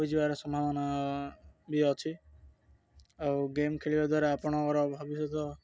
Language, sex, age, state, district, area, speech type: Odia, male, 18-30, Odisha, Ganjam, urban, spontaneous